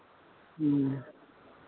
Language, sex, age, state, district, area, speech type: Maithili, male, 60+, Bihar, Madhepura, rural, conversation